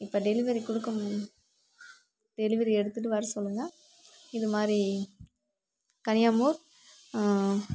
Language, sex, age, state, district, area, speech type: Tamil, female, 18-30, Tamil Nadu, Kallakurichi, urban, spontaneous